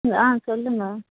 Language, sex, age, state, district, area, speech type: Tamil, female, 30-45, Tamil Nadu, Tirupattur, rural, conversation